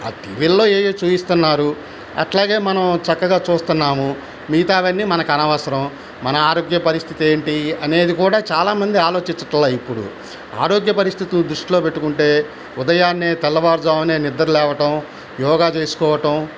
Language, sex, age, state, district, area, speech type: Telugu, male, 60+, Andhra Pradesh, Bapatla, urban, spontaneous